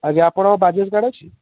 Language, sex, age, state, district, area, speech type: Odia, male, 18-30, Odisha, Puri, urban, conversation